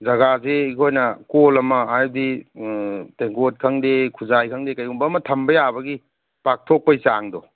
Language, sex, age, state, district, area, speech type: Manipuri, male, 30-45, Manipur, Kangpokpi, urban, conversation